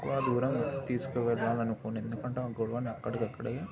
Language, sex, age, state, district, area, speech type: Telugu, male, 30-45, Telangana, Vikarabad, urban, spontaneous